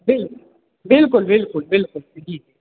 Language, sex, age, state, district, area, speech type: Hindi, male, 18-30, Bihar, Begusarai, rural, conversation